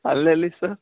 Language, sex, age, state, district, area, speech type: Kannada, male, 18-30, Karnataka, Chikkamagaluru, rural, conversation